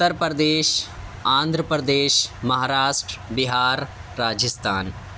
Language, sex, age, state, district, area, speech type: Urdu, male, 18-30, Delhi, South Delhi, urban, spontaneous